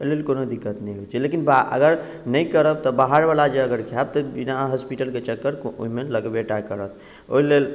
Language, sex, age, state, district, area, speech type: Maithili, male, 45-60, Bihar, Madhubani, urban, spontaneous